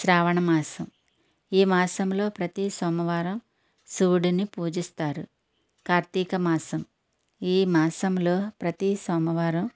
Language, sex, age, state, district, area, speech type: Telugu, female, 60+, Andhra Pradesh, Konaseema, rural, spontaneous